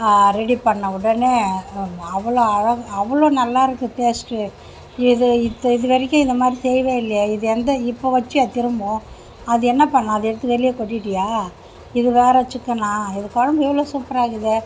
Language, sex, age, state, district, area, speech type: Tamil, female, 60+, Tamil Nadu, Mayiladuthurai, rural, spontaneous